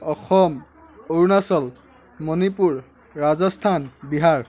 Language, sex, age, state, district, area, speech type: Assamese, male, 18-30, Assam, Lakhimpur, rural, spontaneous